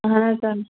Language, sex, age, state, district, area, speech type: Kashmiri, female, 18-30, Jammu and Kashmir, Kupwara, rural, conversation